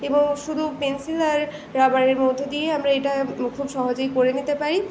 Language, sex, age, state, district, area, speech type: Bengali, female, 18-30, West Bengal, Paschim Medinipur, rural, spontaneous